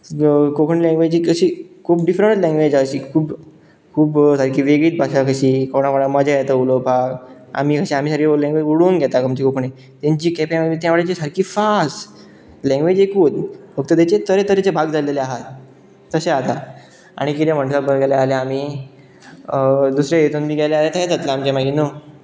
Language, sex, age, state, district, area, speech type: Goan Konkani, male, 18-30, Goa, Pernem, rural, spontaneous